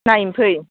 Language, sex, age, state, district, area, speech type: Bodo, female, 30-45, Assam, Baksa, rural, conversation